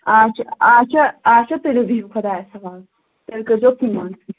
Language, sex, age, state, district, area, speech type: Kashmiri, female, 18-30, Jammu and Kashmir, Anantnag, rural, conversation